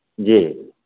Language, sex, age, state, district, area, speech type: Maithili, male, 30-45, Bihar, Begusarai, urban, conversation